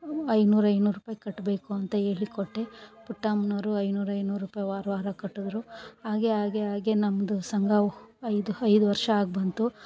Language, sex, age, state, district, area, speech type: Kannada, female, 45-60, Karnataka, Bangalore Rural, rural, spontaneous